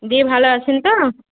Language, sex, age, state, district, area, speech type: Bengali, female, 18-30, West Bengal, Murshidabad, rural, conversation